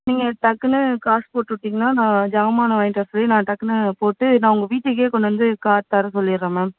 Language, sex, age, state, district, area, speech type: Tamil, female, 18-30, Tamil Nadu, Nagapattinam, urban, conversation